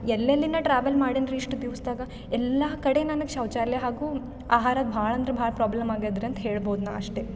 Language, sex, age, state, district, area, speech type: Kannada, female, 18-30, Karnataka, Gulbarga, urban, spontaneous